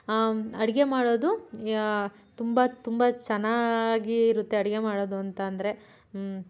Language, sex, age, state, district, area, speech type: Kannada, female, 18-30, Karnataka, Tumkur, rural, spontaneous